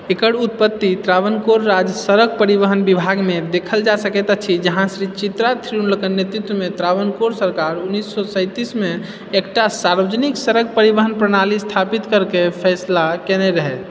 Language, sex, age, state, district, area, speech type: Maithili, male, 30-45, Bihar, Purnia, urban, read